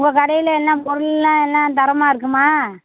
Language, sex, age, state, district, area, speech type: Tamil, female, 60+, Tamil Nadu, Pudukkottai, rural, conversation